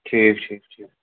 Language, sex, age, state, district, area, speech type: Kashmiri, male, 18-30, Jammu and Kashmir, Srinagar, urban, conversation